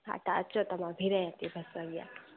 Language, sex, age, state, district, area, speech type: Sindhi, female, 18-30, Gujarat, Junagadh, rural, conversation